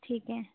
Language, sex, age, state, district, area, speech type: Urdu, female, 18-30, Uttar Pradesh, Rampur, urban, conversation